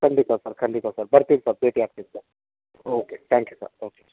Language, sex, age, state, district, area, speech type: Kannada, male, 30-45, Karnataka, Bangalore Urban, urban, conversation